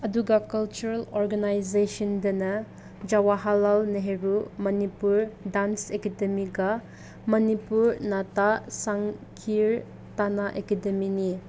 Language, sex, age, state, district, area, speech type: Manipuri, female, 18-30, Manipur, Senapati, urban, spontaneous